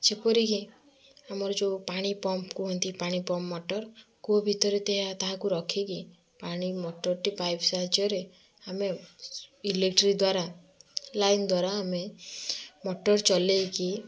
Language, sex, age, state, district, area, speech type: Odia, female, 18-30, Odisha, Kendujhar, urban, spontaneous